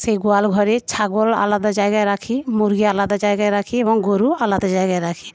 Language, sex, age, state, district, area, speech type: Bengali, female, 45-60, West Bengal, Paschim Medinipur, rural, spontaneous